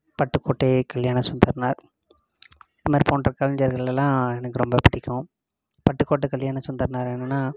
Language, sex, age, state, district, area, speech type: Tamil, male, 30-45, Tamil Nadu, Namakkal, rural, spontaneous